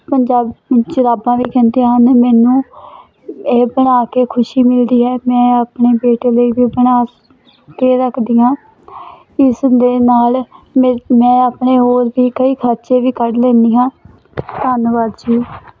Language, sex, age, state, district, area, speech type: Punjabi, female, 30-45, Punjab, Hoshiarpur, rural, spontaneous